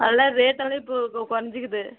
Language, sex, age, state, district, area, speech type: Tamil, female, 30-45, Tamil Nadu, Tirupattur, rural, conversation